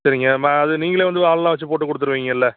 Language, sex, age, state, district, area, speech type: Tamil, male, 45-60, Tamil Nadu, Madurai, rural, conversation